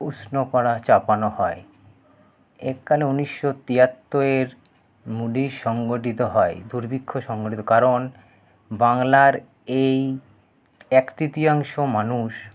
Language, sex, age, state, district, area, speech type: Bengali, male, 30-45, West Bengal, Paschim Bardhaman, urban, spontaneous